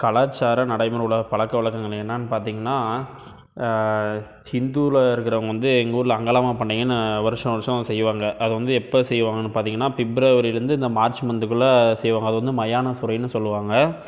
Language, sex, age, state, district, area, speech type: Tamil, male, 18-30, Tamil Nadu, Krishnagiri, rural, spontaneous